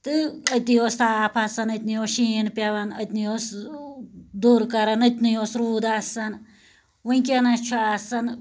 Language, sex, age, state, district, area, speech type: Kashmiri, female, 30-45, Jammu and Kashmir, Anantnag, rural, spontaneous